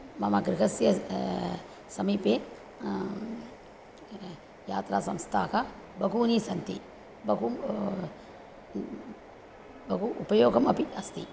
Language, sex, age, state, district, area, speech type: Sanskrit, female, 60+, Tamil Nadu, Chennai, urban, spontaneous